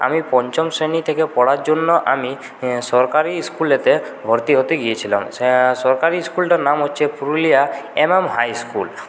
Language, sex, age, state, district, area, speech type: Bengali, male, 30-45, West Bengal, Purulia, rural, spontaneous